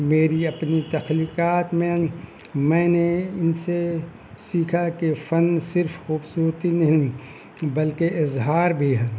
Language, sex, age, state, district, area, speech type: Urdu, male, 60+, Bihar, Gaya, rural, spontaneous